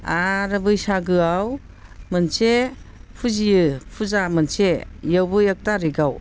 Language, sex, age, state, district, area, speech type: Bodo, female, 60+, Assam, Baksa, urban, spontaneous